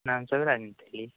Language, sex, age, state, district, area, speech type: Kannada, male, 18-30, Karnataka, Udupi, rural, conversation